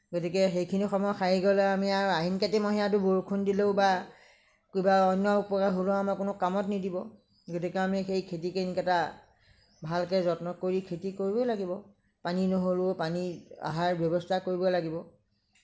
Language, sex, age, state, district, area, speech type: Assamese, female, 60+, Assam, Lakhimpur, rural, spontaneous